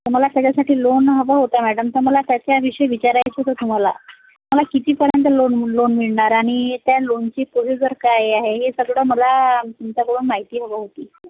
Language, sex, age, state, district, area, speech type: Marathi, female, 60+, Maharashtra, Nagpur, rural, conversation